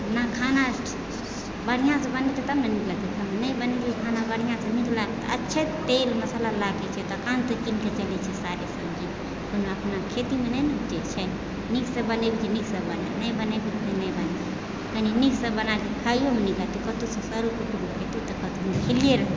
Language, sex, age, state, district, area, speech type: Maithili, female, 30-45, Bihar, Supaul, rural, spontaneous